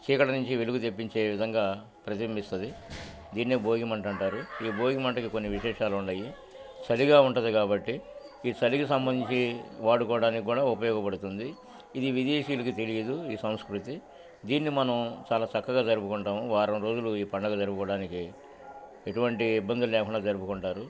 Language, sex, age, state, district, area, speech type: Telugu, male, 60+, Andhra Pradesh, Guntur, urban, spontaneous